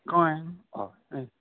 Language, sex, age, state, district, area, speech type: Goan Konkani, male, 18-30, Goa, Bardez, urban, conversation